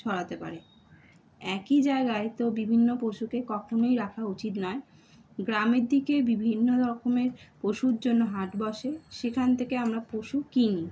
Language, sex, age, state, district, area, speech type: Bengali, female, 18-30, West Bengal, Howrah, urban, spontaneous